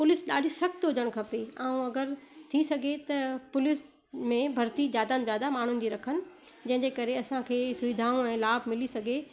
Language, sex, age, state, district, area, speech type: Sindhi, female, 30-45, Gujarat, Surat, urban, spontaneous